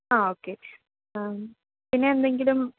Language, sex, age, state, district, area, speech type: Malayalam, female, 30-45, Kerala, Idukki, rural, conversation